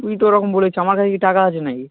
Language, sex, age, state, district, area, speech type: Bengali, male, 18-30, West Bengal, South 24 Parganas, rural, conversation